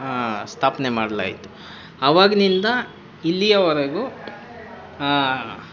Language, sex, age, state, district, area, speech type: Kannada, male, 18-30, Karnataka, Kolar, rural, spontaneous